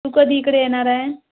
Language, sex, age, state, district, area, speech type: Marathi, female, 30-45, Maharashtra, Nagpur, rural, conversation